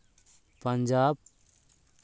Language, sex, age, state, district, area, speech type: Santali, male, 30-45, West Bengal, Purulia, rural, spontaneous